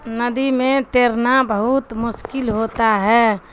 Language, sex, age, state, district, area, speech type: Urdu, female, 60+, Bihar, Darbhanga, rural, spontaneous